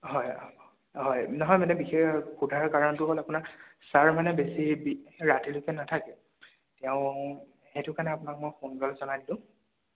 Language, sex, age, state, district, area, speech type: Assamese, male, 18-30, Assam, Sonitpur, rural, conversation